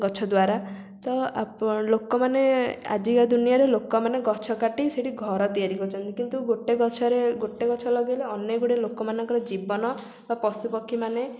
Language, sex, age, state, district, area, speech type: Odia, female, 18-30, Odisha, Puri, urban, spontaneous